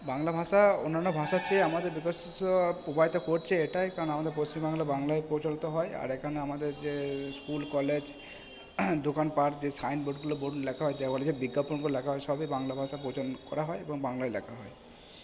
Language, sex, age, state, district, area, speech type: Bengali, male, 30-45, West Bengal, Purba Bardhaman, rural, spontaneous